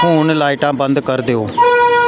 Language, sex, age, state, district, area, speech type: Punjabi, male, 30-45, Punjab, Pathankot, rural, read